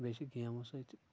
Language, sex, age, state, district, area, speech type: Kashmiri, male, 18-30, Jammu and Kashmir, Shopian, rural, spontaneous